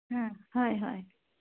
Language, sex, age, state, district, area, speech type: Assamese, female, 45-60, Assam, Kamrup Metropolitan, urban, conversation